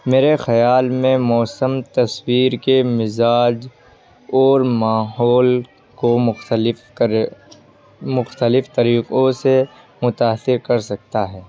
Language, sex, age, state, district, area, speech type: Urdu, male, 18-30, Uttar Pradesh, Ghaziabad, urban, spontaneous